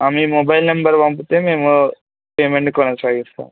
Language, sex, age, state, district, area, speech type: Telugu, male, 18-30, Andhra Pradesh, Kurnool, urban, conversation